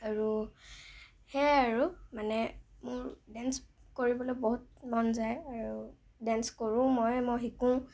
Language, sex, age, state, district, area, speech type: Assamese, female, 18-30, Assam, Kamrup Metropolitan, urban, spontaneous